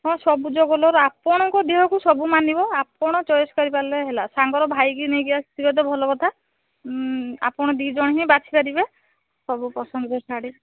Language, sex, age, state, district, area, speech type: Odia, female, 18-30, Odisha, Balasore, rural, conversation